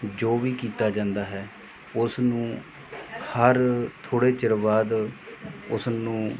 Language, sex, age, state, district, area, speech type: Punjabi, male, 45-60, Punjab, Mohali, rural, spontaneous